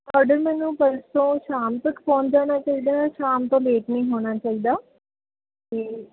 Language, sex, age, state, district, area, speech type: Punjabi, female, 18-30, Punjab, Ludhiana, rural, conversation